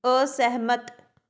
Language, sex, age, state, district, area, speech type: Punjabi, female, 18-30, Punjab, Tarn Taran, rural, read